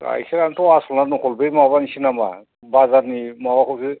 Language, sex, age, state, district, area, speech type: Bodo, male, 60+, Assam, Kokrajhar, urban, conversation